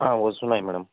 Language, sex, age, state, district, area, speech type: Telugu, male, 30-45, Andhra Pradesh, Chittoor, rural, conversation